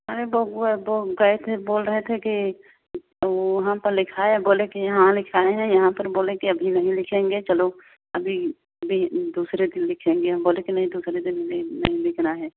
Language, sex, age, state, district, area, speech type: Hindi, female, 30-45, Uttar Pradesh, Prayagraj, rural, conversation